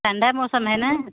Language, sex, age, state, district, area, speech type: Hindi, female, 45-60, Uttar Pradesh, Ghazipur, rural, conversation